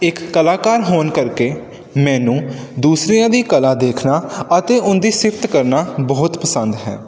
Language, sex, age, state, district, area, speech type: Punjabi, male, 18-30, Punjab, Pathankot, rural, spontaneous